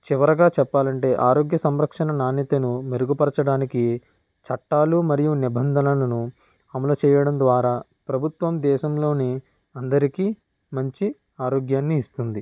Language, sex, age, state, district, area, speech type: Telugu, male, 18-30, Andhra Pradesh, Kakinada, rural, spontaneous